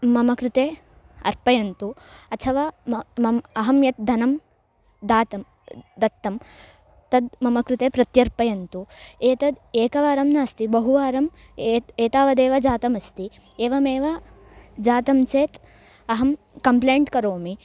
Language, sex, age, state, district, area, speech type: Sanskrit, female, 18-30, Karnataka, Hassan, rural, spontaneous